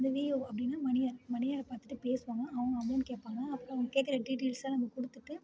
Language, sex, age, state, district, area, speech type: Tamil, female, 30-45, Tamil Nadu, Ariyalur, rural, spontaneous